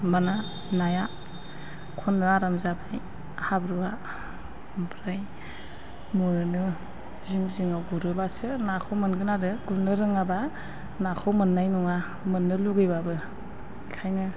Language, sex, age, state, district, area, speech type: Bodo, female, 45-60, Assam, Chirang, urban, spontaneous